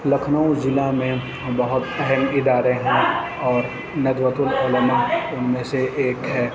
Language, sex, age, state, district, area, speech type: Urdu, male, 18-30, Uttar Pradesh, Lucknow, urban, spontaneous